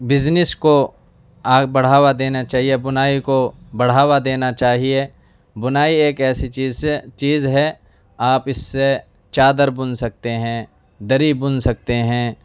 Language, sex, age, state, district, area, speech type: Urdu, male, 18-30, Delhi, East Delhi, urban, spontaneous